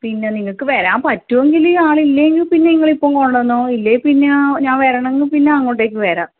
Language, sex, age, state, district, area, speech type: Malayalam, female, 30-45, Kerala, Kannur, rural, conversation